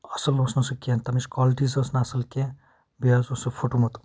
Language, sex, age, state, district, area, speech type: Kashmiri, male, 30-45, Jammu and Kashmir, Pulwama, rural, spontaneous